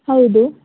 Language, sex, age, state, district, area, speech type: Kannada, female, 18-30, Karnataka, Udupi, rural, conversation